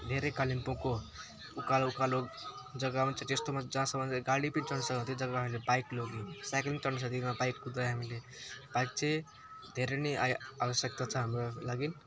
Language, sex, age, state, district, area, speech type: Nepali, male, 18-30, West Bengal, Alipurduar, urban, spontaneous